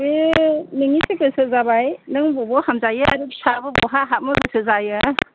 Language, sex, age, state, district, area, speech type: Bodo, female, 30-45, Assam, Chirang, urban, conversation